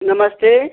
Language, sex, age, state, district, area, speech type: Hindi, female, 60+, Uttar Pradesh, Ghazipur, rural, conversation